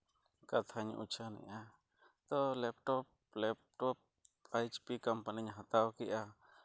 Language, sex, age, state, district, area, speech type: Santali, male, 30-45, Jharkhand, East Singhbhum, rural, spontaneous